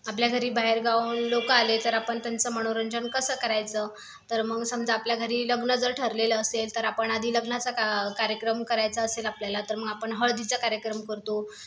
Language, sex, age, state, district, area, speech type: Marathi, female, 30-45, Maharashtra, Buldhana, urban, spontaneous